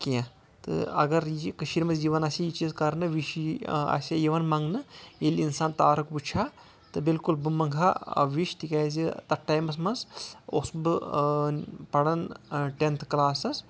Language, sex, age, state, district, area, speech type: Kashmiri, male, 18-30, Jammu and Kashmir, Anantnag, rural, spontaneous